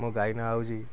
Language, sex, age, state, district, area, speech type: Odia, male, 45-60, Odisha, Kendrapara, urban, spontaneous